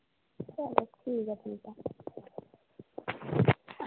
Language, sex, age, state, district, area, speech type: Dogri, female, 18-30, Jammu and Kashmir, Reasi, rural, conversation